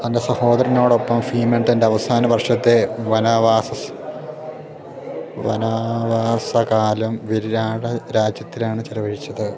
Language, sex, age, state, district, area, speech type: Malayalam, male, 18-30, Kerala, Idukki, rural, read